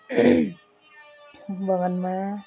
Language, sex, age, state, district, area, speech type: Nepali, female, 45-60, West Bengal, Jalpaiguri, rural, spontaneous